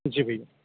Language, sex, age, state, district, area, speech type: Hindi, male, 30-45, Madhya Pradesh, Bhopal, urban, conversation